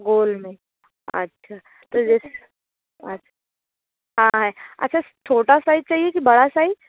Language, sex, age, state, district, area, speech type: Hindi, female, 30-45, Uttar Pradesh, Bhadohi, rural, conversation